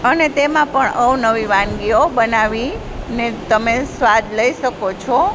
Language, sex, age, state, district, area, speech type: Gujarati, female, 45-60, Gujarat, Junagadh, rural, spontaneous